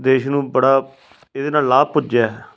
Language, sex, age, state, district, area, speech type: Punjabi, male, 45-60, Punjab, Fatehgarh Sahib, rural, spontaneous